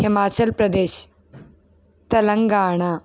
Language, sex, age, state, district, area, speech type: Telugu, female, 30-45, Andhra Pradesh, East Godavari, rural, spontaneous